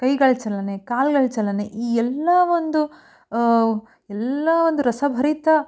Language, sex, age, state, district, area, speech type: Kannada, female, 30-45, Karnataka, Mandya, rural, spontaneous